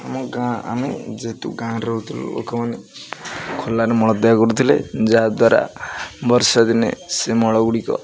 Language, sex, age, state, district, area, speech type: Odia, male, 18-30, Odisha, Jagatsinghpur, rural, spontaneous